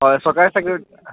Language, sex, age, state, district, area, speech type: Assamese, male, 30-45, Assam, Charaideo, urban, conversation